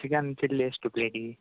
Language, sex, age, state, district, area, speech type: Kannada, male, 18-30, Karnataka, Udupi, rural, conversation